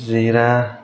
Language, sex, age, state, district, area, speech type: Bodo, male, 18-30, Assam, Kokrajhar, rural, spontaneous